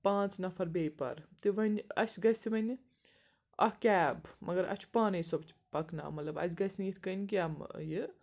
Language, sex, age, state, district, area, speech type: Kashmiri, female, 60+, Jammu and Kashmir, Srinagar, urban, spontaneous